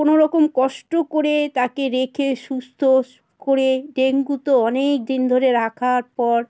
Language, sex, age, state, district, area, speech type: Bengali, female, 60+, West Bengal, South 24 Parganas, rural, spontaneous